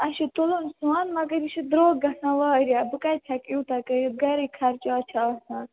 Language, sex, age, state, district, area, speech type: Kashmiri, female, 30-45, Jammu and Kashmir, Srinagar, urban, conversation